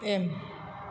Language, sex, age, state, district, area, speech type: Bodo, female, 60+, Assam, Chirang, rural, read